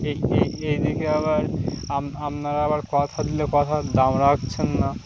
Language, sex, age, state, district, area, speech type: Bengali, male, 18-30, West Bengal, Birbhum, urban, spontaneous